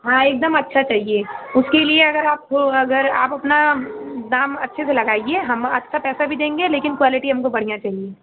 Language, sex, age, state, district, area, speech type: Hindi, female, 18-30, Uttar Pradesh, Azamgarh, rural, conversation